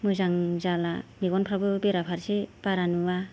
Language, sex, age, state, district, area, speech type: Bodo, female, 45-60, Assam, Kokrajhar, urban, spontaneous